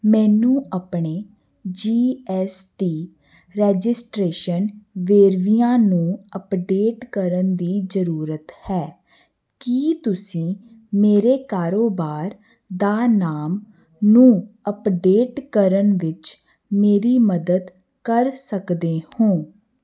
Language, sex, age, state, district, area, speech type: Punjabi, female, 18-30, Punjab, Hoshiarpur, urban, read